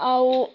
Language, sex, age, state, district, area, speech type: Odia, female, 18-30, Odisha, Kalahandi, rural, spontaneous